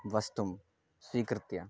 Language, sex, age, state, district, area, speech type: Sanskrit, male, 18-30, West Bengal, Darjeeling, urban, spontaneous